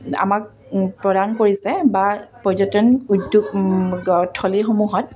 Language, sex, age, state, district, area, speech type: Assamese, female, 30-45, Assam, Dibrugarh, rural, spontaneous